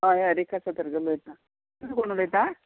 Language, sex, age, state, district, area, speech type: Goan Konkani, female, 60+, Goa, Murmgao, rural, conversation